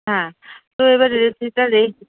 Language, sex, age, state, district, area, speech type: Bengali, female, 30-45, West Bengal, Paschim Bardhaman, rural, conversation